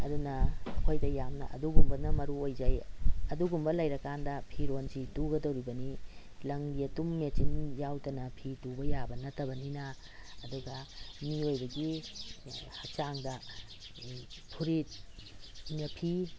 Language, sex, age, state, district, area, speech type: Manipuri, female, 60+, Manipur, Imphal East, rural, spontaneous